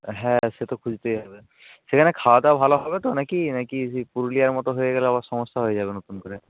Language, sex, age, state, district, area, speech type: Bengali, male, 18-30, West Bengal, South 24 Parganas, rural, conversation